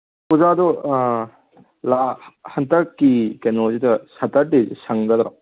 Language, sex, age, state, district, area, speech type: Manipuri, male, 18-30, Manipur, Kangpokpi, urban, conversation